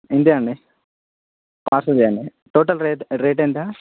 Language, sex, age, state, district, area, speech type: Telugu, male, 18-30, Telangana, Jangaon, urban, conversation